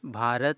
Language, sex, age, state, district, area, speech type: Santali, male, 30-45, Jharkhand, East Singhbhum, rural, spontaneous